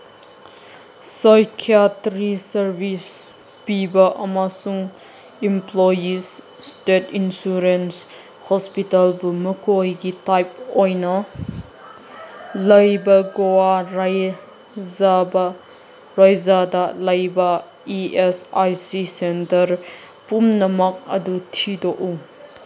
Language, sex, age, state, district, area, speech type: Manipuri, female, 30-45, Manipur, Senapati, urban, read